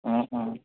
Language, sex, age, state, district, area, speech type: Assamese, male, 18-30, Assam, Goalpara, urban, conversation